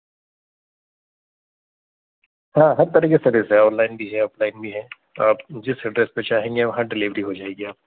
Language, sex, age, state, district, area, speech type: Urdu, male, 30-45, Delhi, North East Delhi, urban, conversation